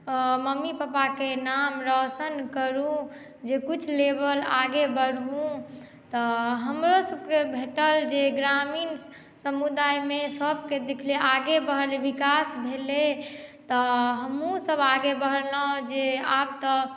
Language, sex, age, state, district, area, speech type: Maithili, female, 18-30, Bihar, Madhubani, rural, spontaneous